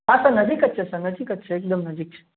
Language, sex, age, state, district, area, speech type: Gujarati, male, 45-60, Gujarat, Mehsana, rural, conversation